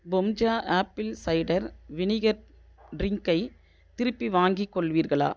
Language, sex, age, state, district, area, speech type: Tamil, female, 45-60, Tamil Nadu, Viluppuram, urban, read